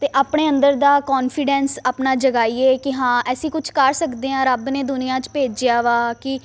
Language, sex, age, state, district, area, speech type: Punjabi, female, 18-30, Punjab, Ludhiana, urban, spontaneous